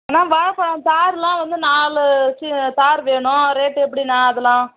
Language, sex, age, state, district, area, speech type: Tamil, female, 45-60, Tamil Nadu, Kallakurichi, urban, conversation